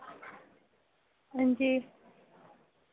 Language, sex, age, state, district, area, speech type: Dogri, female, 18-30, Jammu and Kashmir, Reasi, rural, conversation